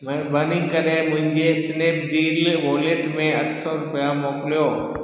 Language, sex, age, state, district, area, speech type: Sindhi, male, 60+, Gujarat, Junagadh, rural, read